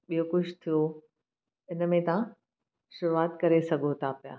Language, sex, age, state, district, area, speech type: Sindhi, female, 30-45, Maharashtra, Thane, urban, spontaneous